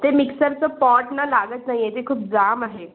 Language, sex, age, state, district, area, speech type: Marathi, female, 30-45, Maharashtra, Bhandara, urban, conversation